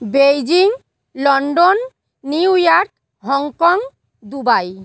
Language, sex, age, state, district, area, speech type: Bengali, female, 45-60, West Bengal, South 24 Parganas, rural, spontaneous